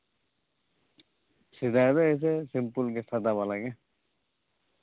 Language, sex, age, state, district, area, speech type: Santali, male, 18-30, Jharkhand, East Singhbhum, rural, conversation